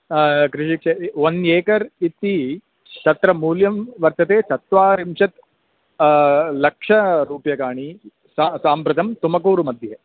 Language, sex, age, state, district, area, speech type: Sanskrit, male, 45-60, Karnataka, Bangalore Urban, urban, conversation